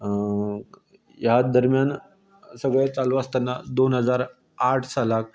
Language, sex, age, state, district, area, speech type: Goan Konkani, male, 30-45, Goa, Canacona, rural, spontaneous